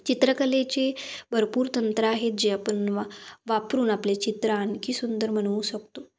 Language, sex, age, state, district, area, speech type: Marathi, female, 18-30, Maharashtra, Kolhapur, rural, spontaneous